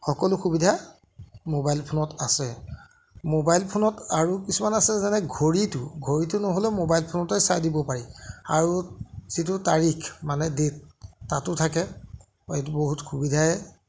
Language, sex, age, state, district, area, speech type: Assamese, male, 30-45, Assam, Jorhat, urban, spontaneous